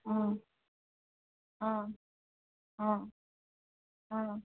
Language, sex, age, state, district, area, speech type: Telugu, female, 18-30, Telangana, Ranga Reddy, urban, conversation